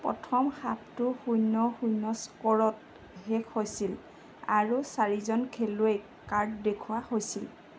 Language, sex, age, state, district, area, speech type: Assamese, female, 45-60, Assam, Golaghat, urban, read